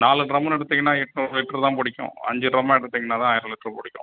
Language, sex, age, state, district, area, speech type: Tamil, male, 30-45, Tamil Nadu, Pudukkottai, rural, conversation